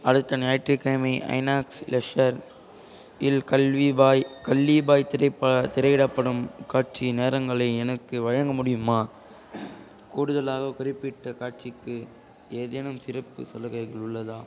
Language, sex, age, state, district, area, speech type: Tamil, male, 18-30, Tamil Nadu, Ranipet, rural, read